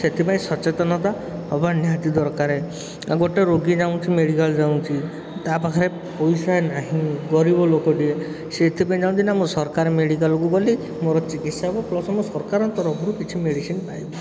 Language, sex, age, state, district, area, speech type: Odia, male, 30-45, Odisha, Puri, urban, spontaneous